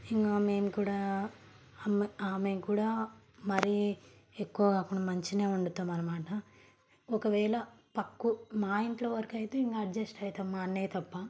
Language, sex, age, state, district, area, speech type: Telugu, female, 18-30, Telangana, Nalgonda, rural, spontaneous